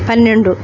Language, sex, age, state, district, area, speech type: Telugu, female, 45-60, Andhra Pradesh, Alluri Sitarama Raju, rural, spontaneous